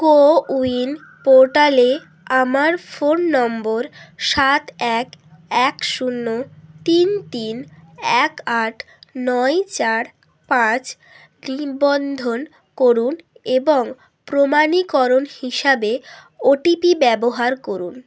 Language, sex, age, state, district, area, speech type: Bengali, female, 30-45, West Bengal, Hooghly, urban, read